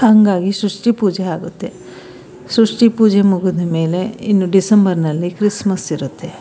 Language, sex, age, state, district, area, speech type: Kannada, female, 45-60, Karnataka, Mandya, urban, spontaneous